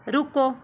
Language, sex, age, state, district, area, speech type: Punjabi, female, 30-45, Punjab, Pathankot, urban, read